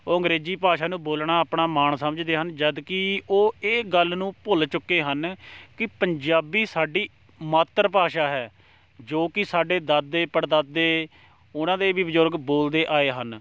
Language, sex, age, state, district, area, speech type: Punjabi, male, 18-30, Punjab, Shaheed Bhagat Singh Nagar, rural, spontaneous